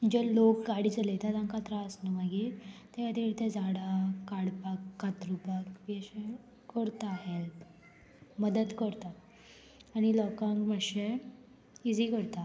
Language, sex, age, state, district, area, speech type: Goan Konkani, female, 18-30, Goa, Murmgao, rural, spontaneous